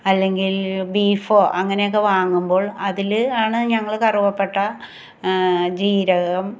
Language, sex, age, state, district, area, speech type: Malayalam, female, 60+, Kerala, Ernakulam, rural, spontaneous